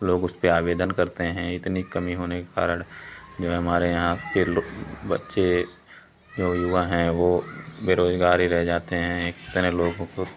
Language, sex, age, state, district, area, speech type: Hindi, male, 18-30, Uttar Pradesh, Pratapgarh, rural, spontaneous